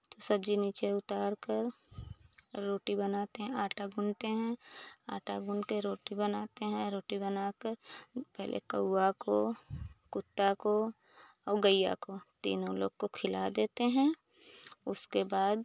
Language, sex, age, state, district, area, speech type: Hindi, female, 30-45, Uttar Pradesh, Prayagraj, rural, spontaneous